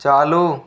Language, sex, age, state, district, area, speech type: Hindi, male, 30-45, Rajasthan, Jodhpur, rural, read